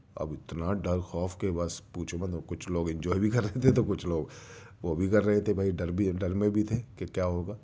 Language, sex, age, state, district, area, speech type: Urdu, male, 30-45, Delhi, Central Delhi, urban, spontaneous